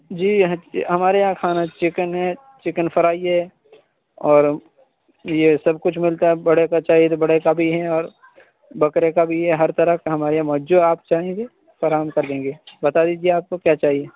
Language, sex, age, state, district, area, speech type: Urdu, male, 18-30, Uttar Pradesh, Saharanpur, urban, conversation